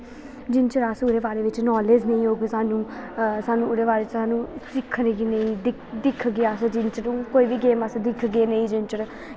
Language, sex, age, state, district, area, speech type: Dogri, female, 18-30, Jammu and Kashmir, Kathua, rural, spontaneous